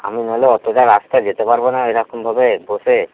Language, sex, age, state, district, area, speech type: Bengali, male, 18-30, West Bengal, Howrah, urban, conversation